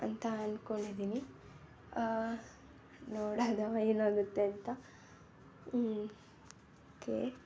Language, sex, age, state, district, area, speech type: Kannada, female, 18-30, Karnataka, Mysore, urban, spontaneous